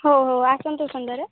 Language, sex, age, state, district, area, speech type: Odia, female, 18-30, Odisha, Malkangiri, urban, conversation